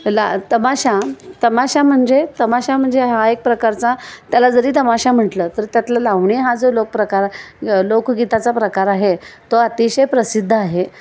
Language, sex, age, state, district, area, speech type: Marathi, female, 60+, Maharashtra, Kolhapur, urban, spontaneous